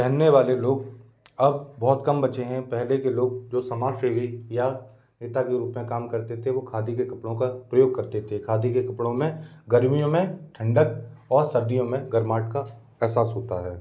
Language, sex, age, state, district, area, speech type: Hindi, male, 30-45, Madhya Pradesh, Gwalior, rural, spontaneous